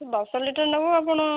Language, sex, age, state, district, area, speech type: Odia, female, 45-60, Odisha, Jajpur, rural, conversation